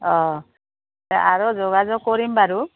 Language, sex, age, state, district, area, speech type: Assamese, female, 60+, Assam, Goalpara, rural, conversation